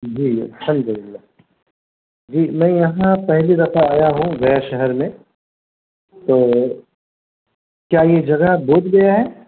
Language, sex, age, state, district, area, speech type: Urdu, male, 30-45, Bihar, Gaya, urban, conversation